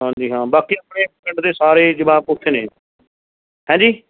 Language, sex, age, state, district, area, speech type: Punjabi, male, 30-45, Punjab, Mansa, urban, conversation